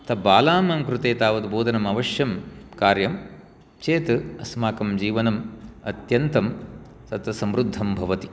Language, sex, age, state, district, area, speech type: Sanskrit, male, 60+, Karnataka, Shimoga, urban, spontaneous